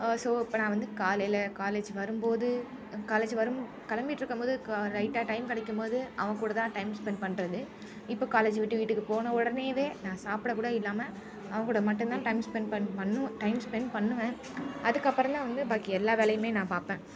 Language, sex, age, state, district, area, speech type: Tamil, female, 18-30, Tamil Nadu, Thanjavur, rural, spontaneous